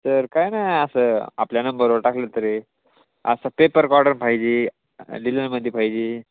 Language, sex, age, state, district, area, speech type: Marathi, male, 18-30, Maharashtra, Beed, rural, conversation